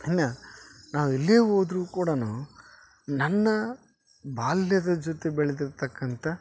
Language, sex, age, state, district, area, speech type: Kannada, male, 30-45, Karnataka, Koppal, rural, spontaneous